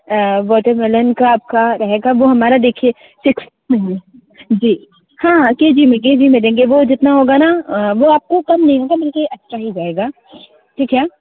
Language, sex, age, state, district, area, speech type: Hindi, female, 30-45, Uttar Pradesh, Sitapur, rural, conversation